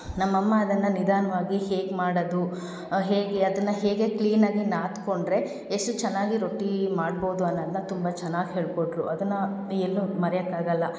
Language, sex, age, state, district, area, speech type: Kannada, female, 18-30, Karnataka, Hassan, rural, spontaneous